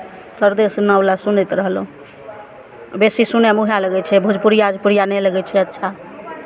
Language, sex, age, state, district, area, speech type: Maithili, female, 60+, Bihar, Begusarai, urban, spontaneous